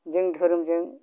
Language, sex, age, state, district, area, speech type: Bodo, male, 45-60, Assam, Kokrajhar, urban, spontaneous